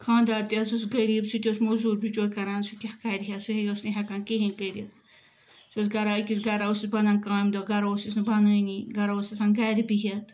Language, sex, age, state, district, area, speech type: Kashmiri, female, 45-60, Jammu and Kashmir, Ganderbal, rural, spontaneous